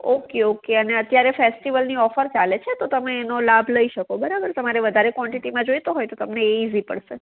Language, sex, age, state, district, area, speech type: Gujarati, female, 18-30, Gujarat, Anand, urban, conversation